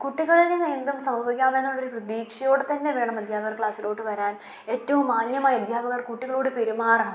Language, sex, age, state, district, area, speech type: Malayalam, female, 30-45, Kerala, Idukki, rural, spontaneous